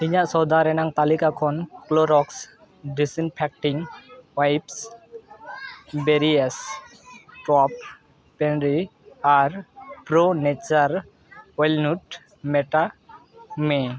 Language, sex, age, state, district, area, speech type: Santali, male, 18-30, West Bengal, Dakshin Dinajpur, rural, read